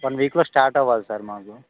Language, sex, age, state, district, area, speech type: Telugu, male, 18-30, Telangana, Khammam, urban, conversation